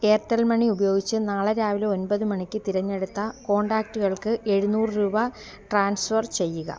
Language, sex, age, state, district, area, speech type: Malayalam, female, 45-60, Kerala, Alappuzha, rural, read